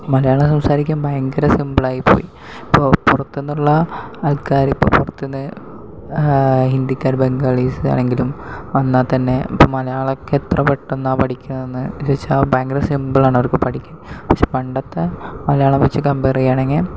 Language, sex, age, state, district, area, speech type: Malayalam, male, 18-30, Kerala, Palakkad, rural, spontaneous